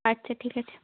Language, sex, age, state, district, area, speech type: Bengali, female, 18-30, West Bengal, Birbhum, urban, conversation